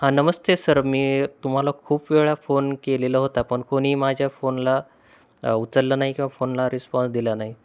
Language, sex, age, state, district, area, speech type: Marathi, male, 30-45, Maharashtra, Osmanabad, rural, spontaneous